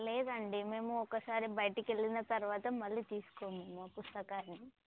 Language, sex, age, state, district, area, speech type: Telugu, female, 18-30, Telangana, Mulugu, rural, conversation